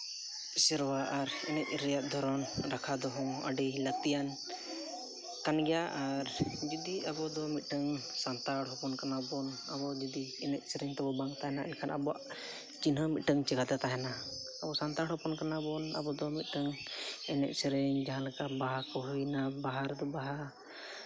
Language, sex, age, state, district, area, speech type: Santali, male, 18-30, Jharkhand, Seraikela Kharsawan, rural, spontaneous